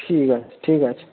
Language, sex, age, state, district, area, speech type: Bengali, male, 18-30, West Bengal, Howrah, urban, conversation